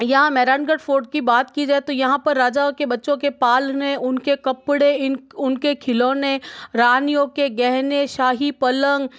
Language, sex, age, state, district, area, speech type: Hindi, female, 30-45, Rajasthan, Jodhpur, urban, spontaneous